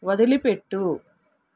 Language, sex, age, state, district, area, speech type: Telugu, female, 45-60, Telangana, Hyderabad, urban, read